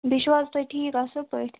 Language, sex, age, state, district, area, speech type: Kashmiri, female, 30-45, Jammu and Kashmir, Kulgam, rural, conversation